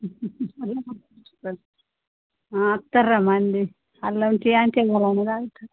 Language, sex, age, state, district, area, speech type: Telugu, male, 45-60, Telangana, Mancherial, rural, conversation